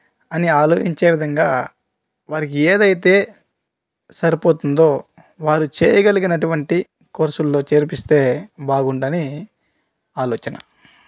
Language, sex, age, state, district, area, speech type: Telugu, male, 30-45, Andhra Pradesh, Kadapa, rural, spontaneous